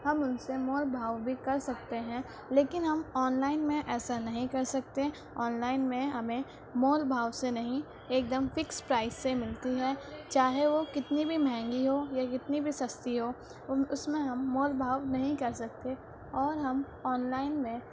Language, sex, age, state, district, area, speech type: Urdu, female, 18-30, Uttar Pradesh, Gautam Buddha Nagar, rural, spontaneous